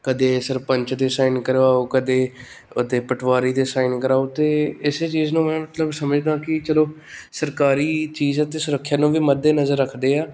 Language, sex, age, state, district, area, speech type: Punjabi, male, 18-30, Punjab, Pathankot, rural, spontaneous